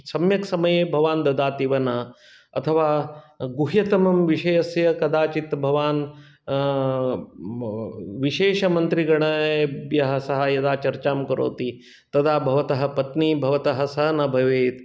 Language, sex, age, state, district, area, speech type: Sanskrit, male, 60+, Karnataka, Shimoga, urban, spontaneous